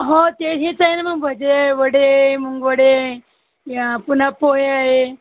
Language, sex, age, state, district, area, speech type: Marathi, female, 30-45, Maharashtra, Buldhana, rural, conversation